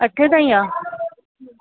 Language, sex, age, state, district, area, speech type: Sindhi, female, 18-30, Delhi, South Delhi, urban, conversation